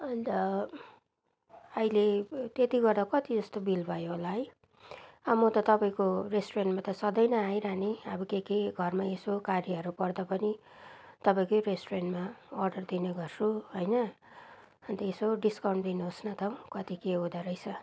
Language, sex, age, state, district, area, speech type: Nepali, female, 30-45, West Bengal, Darjeeling, rural, spontaneous